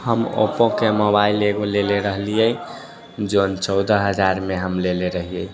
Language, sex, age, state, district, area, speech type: Maithili, male, 18-30, Bihar, Sitamarhi, urban, spontaneous